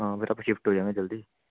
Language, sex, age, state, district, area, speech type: Punjabi, male, 18-30, Punjab, Fatehgarh Sahib, rural, conversation